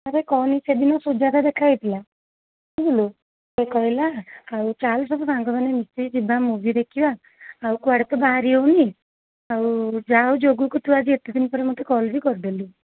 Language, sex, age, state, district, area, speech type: Odia, female, 30-45, Odisha, Cuttack, urban, conversation